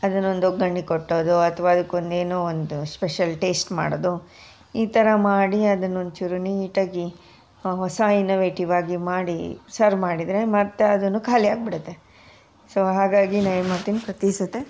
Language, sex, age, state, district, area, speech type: Kannada, female, 45-60, Karnataka, Koppal, urban, spontaneous